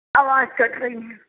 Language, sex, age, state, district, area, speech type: Hindi, female, 45-60, Uttar Pradesh, Ayodhya, rural, conversation